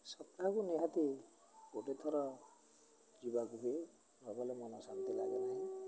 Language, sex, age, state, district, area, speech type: Odia, male, 60+, Odisha, Jagatsinghpur, rural, spontaneous